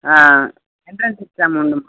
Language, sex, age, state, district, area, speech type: Tamil, male, 30-45, Tamil Nadu, Tiruvarur, rural, conversation